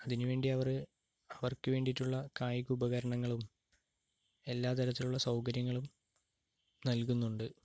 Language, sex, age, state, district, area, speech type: Malayalam, male, 45-60, Kerala, Palakkad, rural, spontaneous